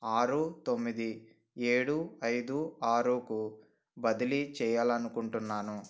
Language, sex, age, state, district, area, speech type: Telugu, male, 18-30, Andhra Pradesh, N T Rama Rao, urban, read